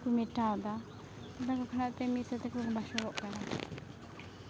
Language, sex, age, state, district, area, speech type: Santali, female, 18-30, West Bengal, Uttar Dinajpur, rural, spontaneous